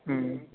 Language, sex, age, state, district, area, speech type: Tamil, male, 18-30, Tamil Nadu, Tiruppur, rural, conversation